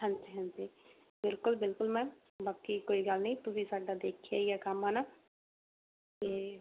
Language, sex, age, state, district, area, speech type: Punjabi, female, 30-45, Punjab, Rupnagar, rural, conversation